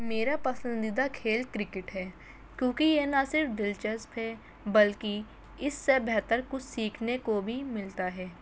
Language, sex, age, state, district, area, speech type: Urdu, female, 18-30, Delhi, North East Delhi, urban, spontaneous